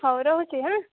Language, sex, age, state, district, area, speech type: Odia, female, 45-60, Odisha, Angul, rural, conversation